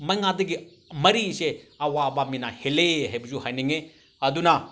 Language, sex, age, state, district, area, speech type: Manipuri, male, 45-60, Manipur, Senapati, rural, spontaneous